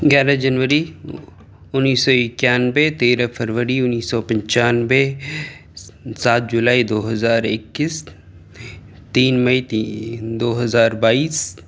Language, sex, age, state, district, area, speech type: Urdu, male, 30-45, Delhi, South Delhi, urban, spontaneous